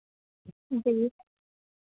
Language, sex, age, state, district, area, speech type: Hindi, female, 18-30, Madhya Pradesh, Harda, urban, conversation